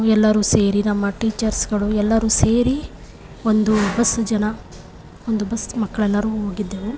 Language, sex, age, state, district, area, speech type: Kannada, female, 30-45, Karnataka, Chamarajanagar, rural, spontaneous